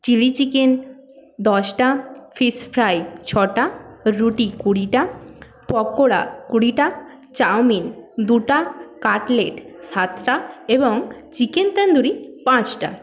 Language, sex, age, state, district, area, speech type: Bengali, female, 18-30, West Bengal, Paschim Medinipur, rural, spontaneous